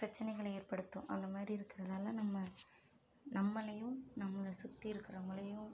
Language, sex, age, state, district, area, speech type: Tamil, female, 30-45, Tamil Nadu, Mayiladuthurai, urban, spontaneous